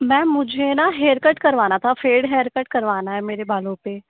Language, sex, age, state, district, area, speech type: Hindi, male, 18-30, Rajasthan, Jaipur, urban, conversation